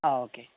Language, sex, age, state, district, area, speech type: Malayalam, male, 18-30, Kerala, Wayanad, rural, conversation